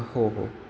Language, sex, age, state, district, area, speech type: Marathi, male, 18-30, Maharashtra, Ahmednagar, urban, spontaneous